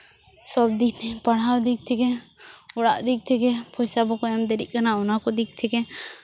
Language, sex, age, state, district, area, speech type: Santali, female, 18-30, West Bengal, Purba Bardhaman, rural, spontaneous